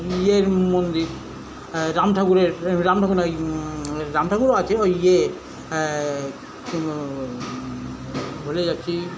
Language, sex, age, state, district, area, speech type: Bengali, male, 45-60, West Bengal, South 24 Parganas, urban, spontaneous